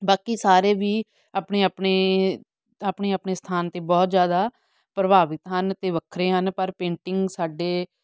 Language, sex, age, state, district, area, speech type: Punjabi, female, 45-60, Punjab, Fatehgarh Sahib, rural, spontaneous